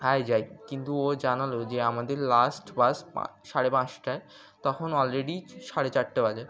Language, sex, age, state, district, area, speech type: Bengali, male, 18-30, West Bengal, Birbhum, urban, spontaneous